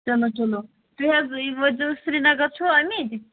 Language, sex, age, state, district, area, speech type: Kashmiri, female, 30-45, Jammu and Kashmir, Pulwama, urban, conversation